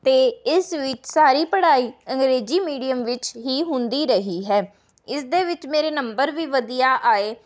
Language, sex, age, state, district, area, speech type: Punjabi, female, 18-30, Punjab, Rupnagar, rural, spontaneous